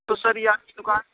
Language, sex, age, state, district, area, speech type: Urdu, male, 18-30, Uttar Pradesh, Saharanpur, urban, conversation